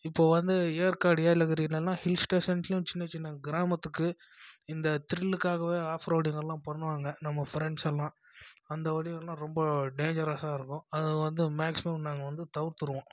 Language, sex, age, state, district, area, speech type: Tamil, male, 18-30, Tamil Nadu, Krishnagiri, rural, spontaneous